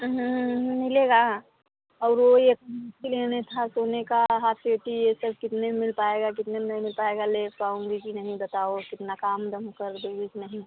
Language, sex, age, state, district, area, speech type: Hindi, female, 18-30, Uttar Pradesh, Prayagraj, rural, conversation